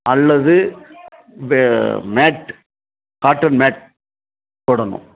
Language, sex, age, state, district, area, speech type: Tamil, male, 60+, Tamil Nadu, Dharmapuri, rural, conversation